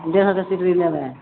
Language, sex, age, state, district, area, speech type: Maithili, female, 60+, Bihar, Begusarai, rural, conversation